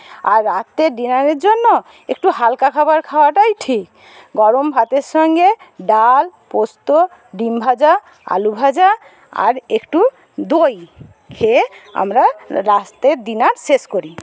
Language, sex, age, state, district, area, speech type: Bengali, female, 60+, West Bengal, Paschim Medinipur, rural, spontaneous